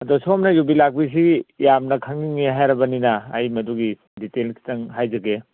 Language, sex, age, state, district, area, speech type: Manipuri, male, 60+, Manipur, Churachandpur, urban, conversation